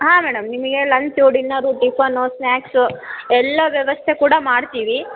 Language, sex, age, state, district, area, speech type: Kannada, female, 30-45, Karnataka, Vijayanagara, rural, conversation